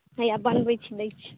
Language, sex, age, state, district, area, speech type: Maithili, female, 18-30, Bihar, Madhubani, rural, conversation